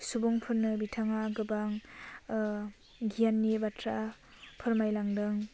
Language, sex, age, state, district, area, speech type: Bodo, female, 18-30, Assam, Baksa, rural, spontaneous